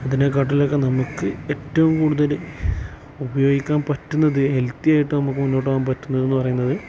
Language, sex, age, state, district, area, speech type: Malayalam, male, 30-45, Kerala, Malappuram, rural, spontaneous